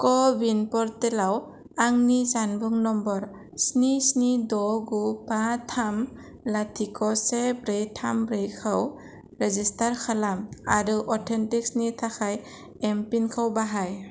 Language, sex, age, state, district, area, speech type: Bodo, female, 18-30, Assam, Kokrajhar, rural, read